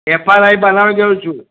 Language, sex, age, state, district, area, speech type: Gujarati, male, 60+, Gujarat, Kheda, rural, conversation